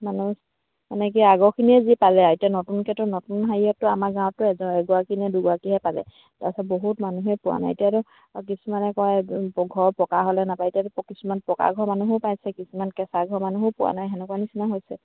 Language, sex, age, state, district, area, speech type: Assamese, female, 30-45, Assam, Sivasagar, rural, conversation